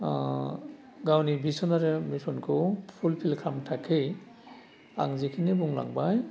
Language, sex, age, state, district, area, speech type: Bodo, male, 60+, Assam, Udalguri, urban, spontaneous